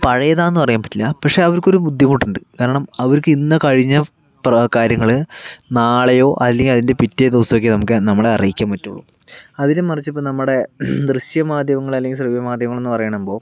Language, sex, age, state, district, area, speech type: Malayalam, male, 60+, Kerala, Palakkad, rural, spontaneous